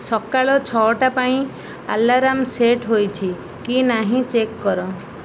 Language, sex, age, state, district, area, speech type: Odia, female, 30-45, Odisha, Nayagarh, rural, read